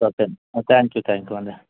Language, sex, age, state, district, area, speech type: Telugu, male, 30-45, Andhra Pradesh, Kurnool, rural, conversation